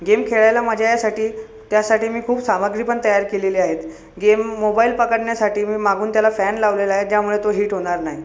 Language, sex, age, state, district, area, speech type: Marathi, male, 18-30, Maharashtra, Buldhana, urban, spontaneous